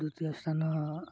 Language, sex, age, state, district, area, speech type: Odia, male, 18-30, Odisha, Ganjam, urban, spontaneous